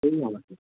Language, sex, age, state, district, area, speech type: Nepali, male, 30-45, West Bengal, Jalpaiguri, rural, conversation